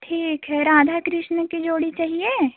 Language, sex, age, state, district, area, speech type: Hindi, female, 18-30, Uttar Pradesh, Jaunpur, urban, conversation